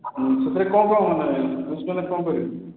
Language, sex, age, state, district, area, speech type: Odia, male, 18-30, Odisha, Khordha, rural, conversation